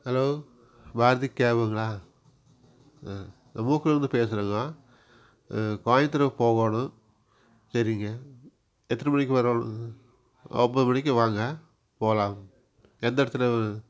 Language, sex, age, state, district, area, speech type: Tamil, male, 45-60, Tamil Nadu, Coimbatore, rural, spontaneous